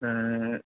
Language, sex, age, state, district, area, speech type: Urdu, male, 45-60, Uttar Pradesh, Rampur, urban, conversation